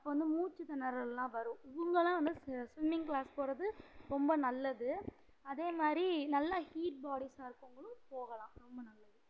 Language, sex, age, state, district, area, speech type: Tamil, female, 18-30, Tamil Nadu, Madurai, urban, spontaneous